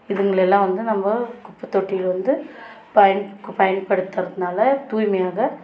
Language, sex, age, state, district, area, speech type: Tamil, female, 30-45, Tamil Nadu, Tirupattur, rural, spontaneous